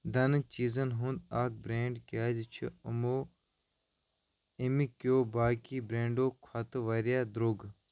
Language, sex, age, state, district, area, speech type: Kashmiri, male, 30-45, Jammu and Kashmir, Bandipora, rural, read